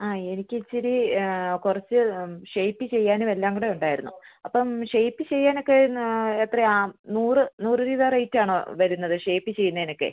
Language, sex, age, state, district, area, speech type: Malayalam, female, 30-45, Kerala, Idukki, rural, conversation